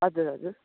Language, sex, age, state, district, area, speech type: Nepali, male, 18-30, West Bengal, Darjeeling, rural, conversation